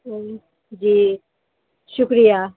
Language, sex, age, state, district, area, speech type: Urdu, female, 18-30, Delhi, East Delhi, urban, conversation